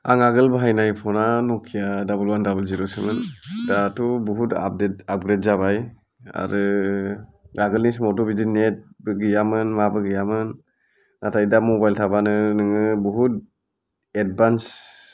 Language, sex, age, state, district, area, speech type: Bodo, male, 45-60, Assam, Kokrajhar, rural, spontaneous